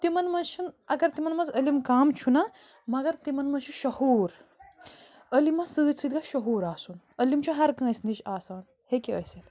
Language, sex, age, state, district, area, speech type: Kashmiri, female, 45-60, Jammu and Kashmir, Bandipora, rural, spontaneous